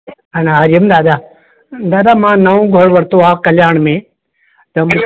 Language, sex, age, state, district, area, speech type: Sindhi, male, 60+, Madhya Pradesh, Indore, urban, conversation